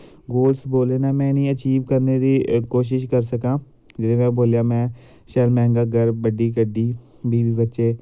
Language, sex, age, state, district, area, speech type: Dogri, male, 18-30, Jammu and Kashmir, Samba, urban, spontaneous